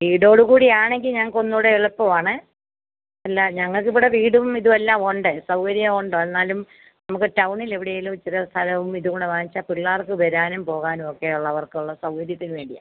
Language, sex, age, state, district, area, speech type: Malayalam, female, 45-60, Kerala, Pathanamthitta, rural, conversation